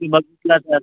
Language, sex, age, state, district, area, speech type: Marathi, male, 30-45, Maharashtra, Amravati, rural, conversation